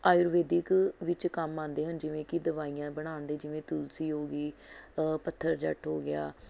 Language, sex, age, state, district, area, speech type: Punjabi, female, 30-45, Punjab, Mohali, urban, spontaneous